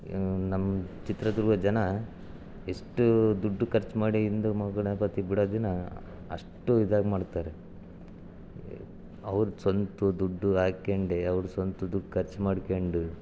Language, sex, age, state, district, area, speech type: Kannada, male, 30-45, Karnataka, Chitradurga, rural, spontaneous